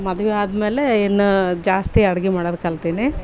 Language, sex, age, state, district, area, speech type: Kannada, female, 45-60, Karnataka, Vijayanagara, rural, spontaneous